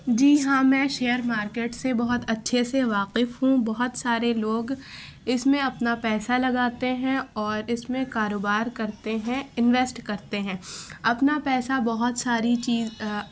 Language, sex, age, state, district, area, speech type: Urdu, female, 30-45, Uttar Pradesh, Lucknow, rural, spontaneous